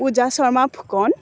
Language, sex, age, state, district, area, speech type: Assamese, female, 18-30, Assam, Morigaon, rural, spontaneous